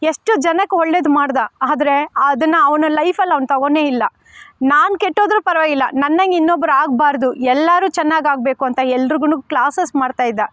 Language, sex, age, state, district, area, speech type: Kannada, female, 30-45, Karnataka, Bangalore Rural, rural, spontaneous